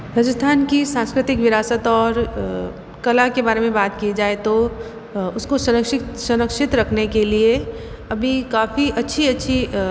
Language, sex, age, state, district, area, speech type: Hindi, female, 18-30, Rajasthan, Jodhpur, urban, spontaneous